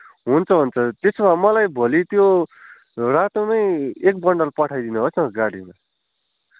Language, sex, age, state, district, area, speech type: Nepali, male, 18-30, West Bengal, Kalimpong, rural, conversation